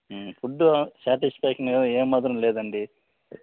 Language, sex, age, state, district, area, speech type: Telugu, male, 30-45, Andhra Pradesh, Sri Balaji, urban, conversation